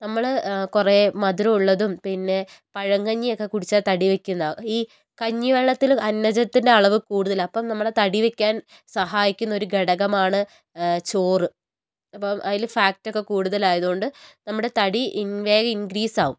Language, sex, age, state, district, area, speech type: Malayalam, female, 60+, Kerala, Wayanad, rural, spontaneous